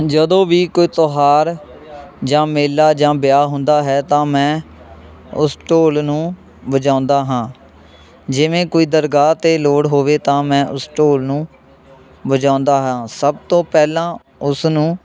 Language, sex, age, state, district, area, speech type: Punjabi, male, 18-30, Punjab, Shaheed Bhagat Singh Nagar, rural, spontaneous